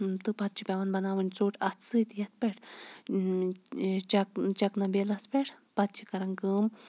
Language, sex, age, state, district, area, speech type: Kashmiri, female, 18-30, Jammu and Kashmir, Kulgam, rural, spontaneous